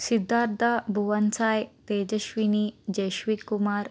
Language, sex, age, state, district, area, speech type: Telugu, female, 18-30, Andhra Pradesh, Palnadu, urban, spontaneous